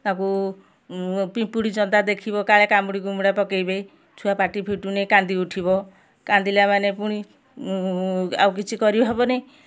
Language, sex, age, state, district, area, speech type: Odia, female, 45-60, Odisha, Kendujhar, urban, spontaneous